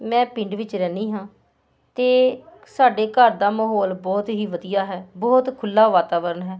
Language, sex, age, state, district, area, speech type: Punjabi, female, 45-60, Punjab, Hoshiarpur, urban, spontaneous